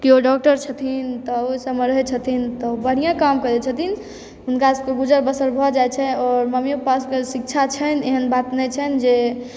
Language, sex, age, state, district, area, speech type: Maithili, male, 30-45, Bihar, Supaul, rural, spontaneous